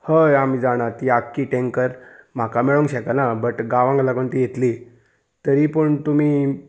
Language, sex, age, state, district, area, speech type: Goan Konkani, male, 30-45, Goa, Salcete, urban, spontaneous